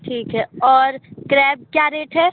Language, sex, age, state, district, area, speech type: Hindi, female, 30-45, Uttar Pradesh, Sonbhadra, rural, conversation